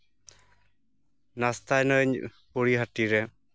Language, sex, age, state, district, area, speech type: Santali, male, 30-45, West Bengal, Jhargram, rural, spontaneous